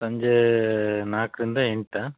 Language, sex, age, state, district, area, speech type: Kannada, male, 30-45, Karnataka, Chitradurga, rural, conversation